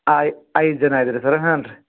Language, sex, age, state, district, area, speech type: Kannada, male, 30-45, Karnataka, Gadag, rural, conversation